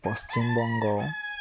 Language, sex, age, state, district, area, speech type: Assamese, male, 18-30, Assam, Dibrugarh, rural, spontaneous